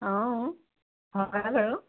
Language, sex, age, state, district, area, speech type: Assamese, female, 30-45, Assam, Biswanath, rural, conversation